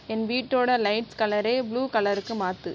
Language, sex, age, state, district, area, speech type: Tamil, female, 60+, Tamil Nadu, Sivaganga, rural, read